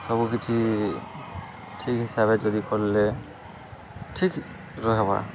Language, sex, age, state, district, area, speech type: Odia, male, 18-30, Odisha, Balangir, urban, spontaneous